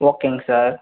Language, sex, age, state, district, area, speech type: Tamil, male, 18-30, Tamil Nadu, Erode, rural, conversation